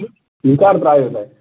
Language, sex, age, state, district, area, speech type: Kashmiri, male, 45-60, Jammu and Kashmir, Bandipora, rural, conversation